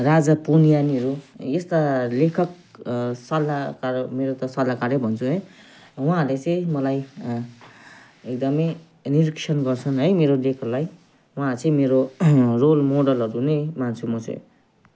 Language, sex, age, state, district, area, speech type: Nepali, male, 30-45, West Bengal, Jalpaiguri, rural, spontaneous